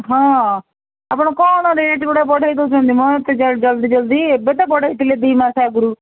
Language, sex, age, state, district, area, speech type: Odia, female, 45-60, Odisha, Sundergarh, rural, conversation